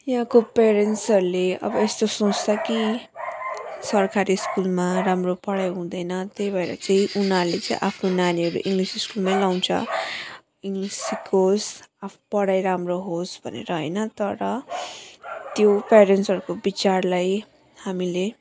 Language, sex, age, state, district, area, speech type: Nepali, female, 30-45, West Bengal, Jalpaiguri, urban, spontaneous